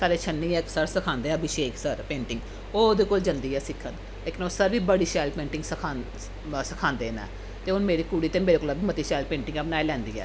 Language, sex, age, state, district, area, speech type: Dogri, female, 30-45, Jammu and Kashmir, Jammu, urban, spontaneous